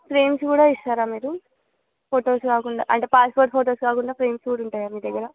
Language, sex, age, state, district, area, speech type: Telugu, female, 18-30, Telangana, Nizamabad, urban, conversation